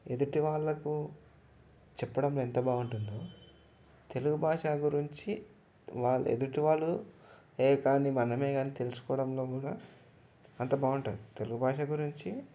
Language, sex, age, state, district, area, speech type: Telugu, male, 18-30, Telangana, Ranga Reddy, urban, spontaneous